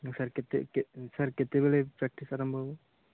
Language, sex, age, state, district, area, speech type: Odia, male, 18-30, Odisha, Malkangiri, rural, conversation